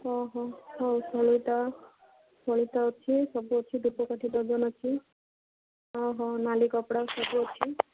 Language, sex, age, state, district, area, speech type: Odia, female, 18-30, Odisha, Malkangiri, urban, conversation